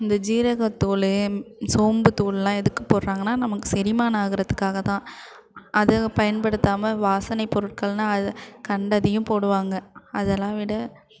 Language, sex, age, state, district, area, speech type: Tamil, female, 30-45, Tamil Nadu, Thanjavur, urban, spontaneous